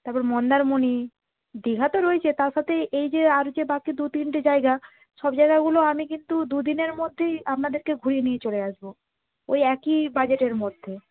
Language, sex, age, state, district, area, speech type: Bengali, female, 30-45, West Bengal, Purba Medinipur, rural, conversation